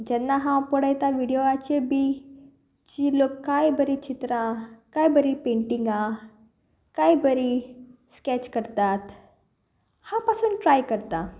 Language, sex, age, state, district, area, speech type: Goan Konkani, female, 18-30, Goa, Salcete, rural, spontaneous